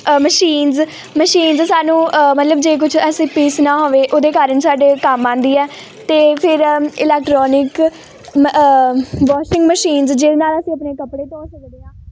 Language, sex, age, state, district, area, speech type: Punjabi, female, 18-30, Punjab, Hoshiarpur, rural, spontaneous